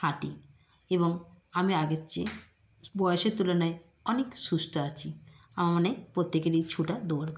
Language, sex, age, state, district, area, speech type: Bengali, female, 60+, West Bengal, Nadia, rural, spontaneous